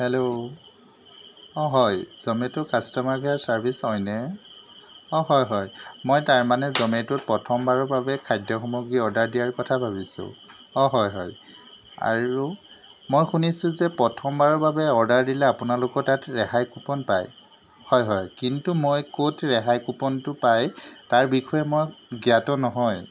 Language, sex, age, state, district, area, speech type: Assamese, male, 30-45, Assam, Jorhat, urban, spontaneous